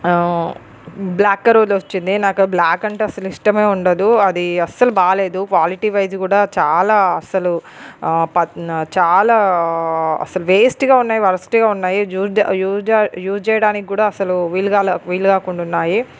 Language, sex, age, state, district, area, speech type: Telugu, female, 45-60, Andhra Pradesh, Srikakulam, urban, spontaneous